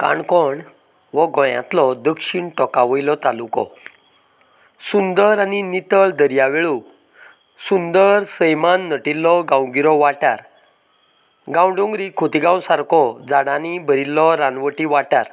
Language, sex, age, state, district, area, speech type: Goan Konkani, male, 45-60, Goa, Canacona, rural, spontaneous